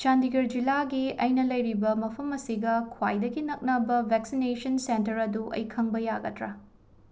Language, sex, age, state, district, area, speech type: Manipuri, female, 18-30, Manipur, Imphal West, rural, read